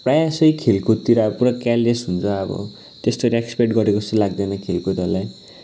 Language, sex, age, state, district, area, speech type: Nepali, male, 18-30, West Bengal, Kalimpong, rural, spontaneous